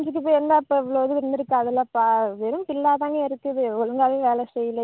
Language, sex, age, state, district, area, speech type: Tamil, female, 18-30, Tamil Nadu, Tiruvarur, urban, conversation